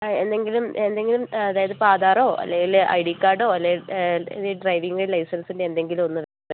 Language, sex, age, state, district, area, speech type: Malayalam, female, 45-60, Kerala, Wayanad, rural, conversation